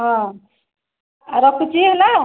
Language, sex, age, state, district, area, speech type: Odia, female, 30-45, Odisha, Khordha, rural, conversation